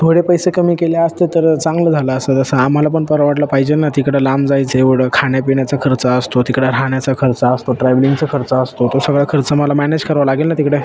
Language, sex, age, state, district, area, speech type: Marathi, male, 18-30, Maharashtra, Ahmednagar, urban, spontaneous